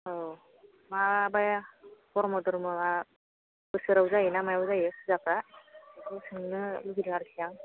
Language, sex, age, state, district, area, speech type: Bodo, female, 30-45, Assam, Kokrajhar, rural, conversation